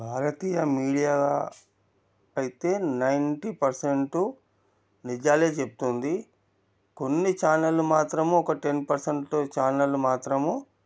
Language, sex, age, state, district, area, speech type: Telugu, male, 45-60, Telangana, Ranga Reddy, rural, spontaneous